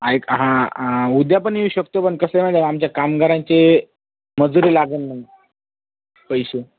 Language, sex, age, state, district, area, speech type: Marathi, male, 18-30, Maharashtra, Washim, urban, conversation